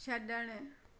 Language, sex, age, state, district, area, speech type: Sindhi, female, 60+, Gujarat, Surat, urban, read